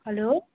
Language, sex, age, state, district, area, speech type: Nepali, female, 18-30, West Bengal, Darjeeling, rural, conversation